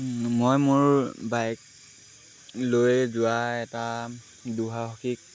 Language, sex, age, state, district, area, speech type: Assamese, male, 18-30, Assam, Lakhimpur, rural, spontaneous